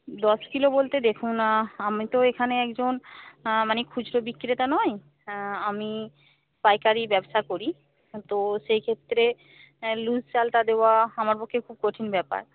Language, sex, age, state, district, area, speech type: Bengali, female, 45-60, West Bengal, Paschim Medinipur, rural, conversation